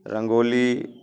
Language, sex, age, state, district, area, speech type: Maithili, male, 30-45, Bihar, Muzaffarpur, urban, spontaneous